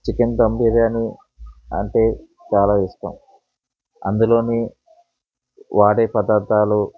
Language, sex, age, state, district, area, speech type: Telugu, male, 45-60, Andhra Pradesh, Eluru, rural, spontaneous